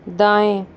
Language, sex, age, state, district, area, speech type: Hindi, female, 60+, Rajasthan, Jaipur, urban, read